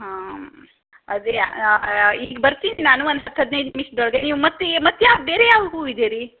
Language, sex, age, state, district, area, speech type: Kannada, female, 60+, Karnataka, Shimoga, rural, conversation